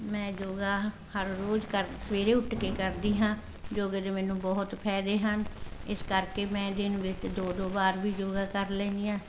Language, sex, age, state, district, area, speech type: Punjabi, female, 60+, Punjab, Barnala, rural, spontaneous